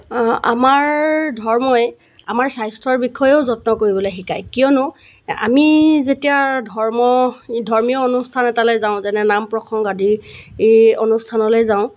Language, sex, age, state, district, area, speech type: Assamese, female, 45-60, Assam, Golaghat, urban, spontaneous